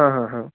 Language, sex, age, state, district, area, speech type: Marathi, male, 18-30, Maharashtra, Wardha, rural, conversation